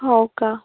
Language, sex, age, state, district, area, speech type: Marathi, female, 18-30, Maharashtra, Nagpur, urban, conversation